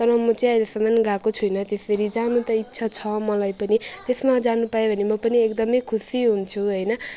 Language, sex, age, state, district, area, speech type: Nepali, female, 30-45, West Bengal, Alipurduar, urban, spontaneous